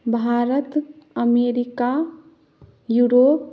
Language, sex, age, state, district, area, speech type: Maithili, female, 18-30, Bihar, Saharsa, urban, spontaneous